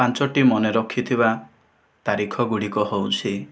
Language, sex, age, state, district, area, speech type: Odia, male, 18-30, Odisha, Kandhamal, rural, spontaneous